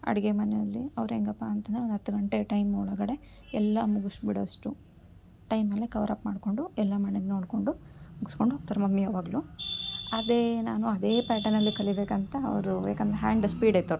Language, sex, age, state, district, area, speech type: Kannada, female, 18-30, Karnataka, Koppal, urban, spontaneous